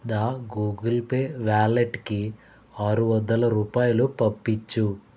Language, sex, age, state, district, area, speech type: Telugu, male, 60+, Andhra Pradesh, Konaseema, rural, read